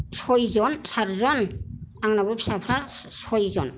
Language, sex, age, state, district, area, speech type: Bodo, female, 60+, Assam, Kokrajhar, rural, spontaneous